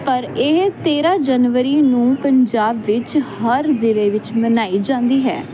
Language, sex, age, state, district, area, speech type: Punjabi, female, 18-30, Punjab, Jalandhar, urban, spontaneous